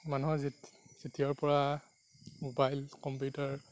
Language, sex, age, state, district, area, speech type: Assamese, male, 45-60, Assam, Darrang, rural, spontaneous